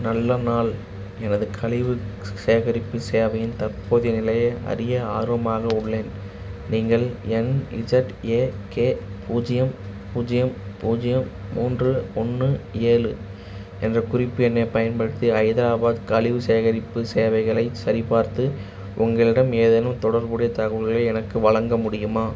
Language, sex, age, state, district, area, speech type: Tamil, male, 18-30, Tamil Nadu, Namakkal, rural, read